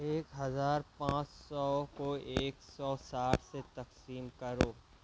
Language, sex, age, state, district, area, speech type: Urdu, male, 30-45, Maharashtra, Nashik, urban, read